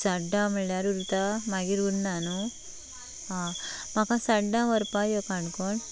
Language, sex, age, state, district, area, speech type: Goan Konkani, female, 18-30, Goa, Canacona, rural, spontaneous